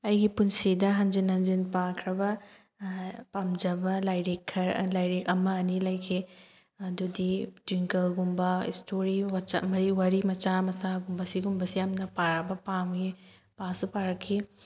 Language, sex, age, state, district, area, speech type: Manipuri, female, 18-30, Manipur, Thoubal, rural, spontaneous